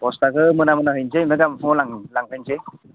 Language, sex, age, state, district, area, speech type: Bodo, male, 18-30, Assam, Udalguri, rural, conversation